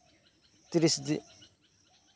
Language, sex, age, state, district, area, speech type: Santali, male, 30-45, West Bengal, Birbhum, rural, spontaneous